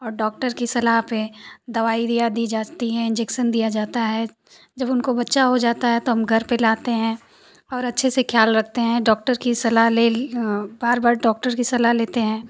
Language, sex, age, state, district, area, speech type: Hindi, female, 18-30, Uttar Pradesh, Ghazipur, urban, spontaneous